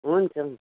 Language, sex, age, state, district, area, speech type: Nepali, female, 45-60, West Bengal, Darjeeling, rural, conversation